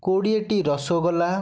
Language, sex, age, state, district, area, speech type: Odia, male, 30-45, Odisha, Bhadrak, rural, spontaneous